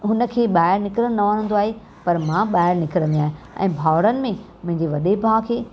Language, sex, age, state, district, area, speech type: Sindhi, female, 45-60, Maharashtra, Mumbai Suburban, urban, spontaneous